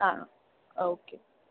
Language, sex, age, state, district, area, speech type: Malayalam, female, 18-30, Kerala, Thrissur, rural, conversation